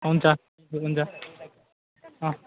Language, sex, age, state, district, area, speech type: Nepali, male, 18-30, West Bengal, Alipurduar, urban, conversation